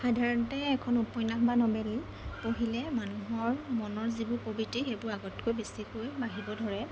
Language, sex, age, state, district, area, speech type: Assamese, female, 18-30, Assam, Jorhat, urban, spontaneous